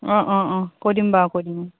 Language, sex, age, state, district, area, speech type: Assamese, female, 30-45, Assam, Sivasagar, rural, conversation